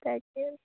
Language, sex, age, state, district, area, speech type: Assamese, female, 18-30, Assam, Lakhimpur, rural, conversation